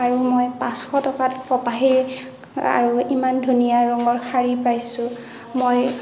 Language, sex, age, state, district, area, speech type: Assamese, female, 60+, Assam, Nagaon, rural, spontaneous